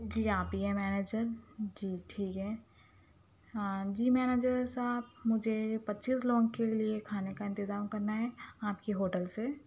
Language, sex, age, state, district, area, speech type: Urdu, female, 30-45, Telangana, Hyderabad, urban, spontaneous